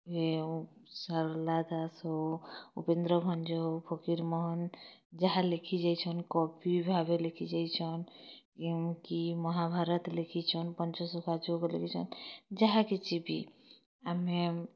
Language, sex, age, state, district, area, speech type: Odia, female, 30-45, Odisha, Kalahandi, rural, spontaneous